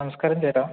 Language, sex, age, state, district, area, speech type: Malayalam, male, 18-30, Kerala, Palakkad, urban, conversation